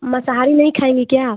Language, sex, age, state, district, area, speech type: Hindi, female, 30-45, Uttar Pradesh, Ghazipur, rural, conversation